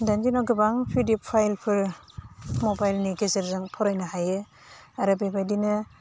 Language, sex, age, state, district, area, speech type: Bodo, female, 30-45, Assam, Udalguri, urban, spontaneous